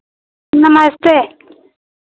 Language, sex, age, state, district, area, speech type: Hindi, female, 60+, Uttar Pradesh, Pratapgarh, rural, conversation